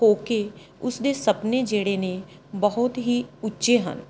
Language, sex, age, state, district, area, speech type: Punjabi, male, 45-60, Punjab, Pathankot, rural, spontaneous